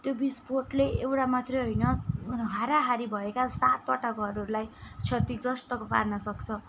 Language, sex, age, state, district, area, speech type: Nepali, female, 30-45, West Bengal, Kalimpong, rural, spontaneous